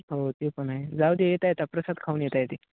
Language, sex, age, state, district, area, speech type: Marathi, male, 18-30, Maharashtra, Nanded, rural, conversation